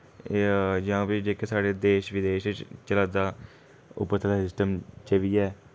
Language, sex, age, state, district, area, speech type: Dogri, male, 30-45, Jammu and Kashmir, Udhampur, urban, spontaneous